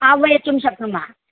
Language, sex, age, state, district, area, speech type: Sanskrit, female, 60+, Maharashtra, Mumbai City, urban, conversation